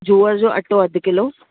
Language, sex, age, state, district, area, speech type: Sindhi, female, 30-45, Maharashtra, Thane, urban, conversation